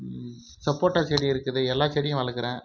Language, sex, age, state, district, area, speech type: Tamil, male, 30-45, Tamil Nadu, Krishnagiri, rural, spontaneous